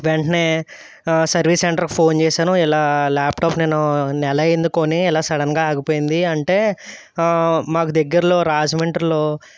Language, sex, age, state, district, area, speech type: Telugu, male, 18-30, Andhra Pradesh, Eluru, rural, spontaneous